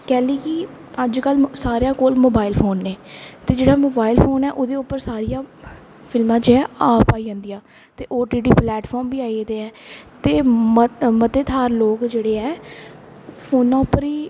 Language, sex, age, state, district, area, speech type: Dogri, female, 18-30, Jammu and Kashmir, Kathua, rural, spontaneous